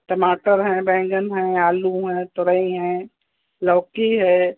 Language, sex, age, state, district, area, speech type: Hindi, female, 60+, Uttar Pradesh, Hardoi, rural, conversation